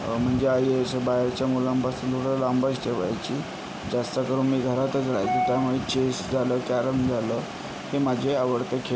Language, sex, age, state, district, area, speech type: Marathi, male, 30-45, Maharashtra, Yavatmal, urban, spontaneous